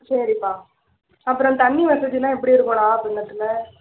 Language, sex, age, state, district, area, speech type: Tamil, female, 18-30, Tamil Nadu, Nagapattinam, rural, conversation